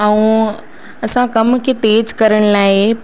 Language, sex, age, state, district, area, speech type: Sindhi, female, 45-60, Madhya Pradesh, Katni, urban, spontaneous